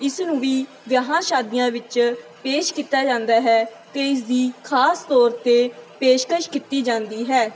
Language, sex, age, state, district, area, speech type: Punjabi, female, 18-30, Punjab, Mansa, rural, spontaneous